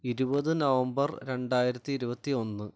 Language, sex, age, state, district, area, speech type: Malayalam, male, 30-45, Kerala, Kannur, rural, spontaneous